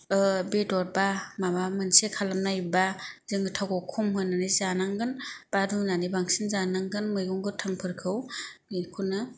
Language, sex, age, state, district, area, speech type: Bodo, female, 45-60, Assam, Kokrajhar, rural, spontaneous